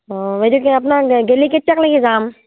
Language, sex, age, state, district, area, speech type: Assamese, female, 30-45, Assam, Barpeta, rural, conversation